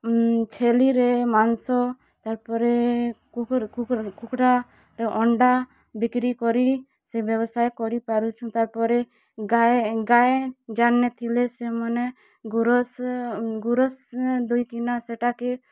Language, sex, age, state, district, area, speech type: Odia, female, 45-60, Odisha, Kalahandi, rural, spontaneous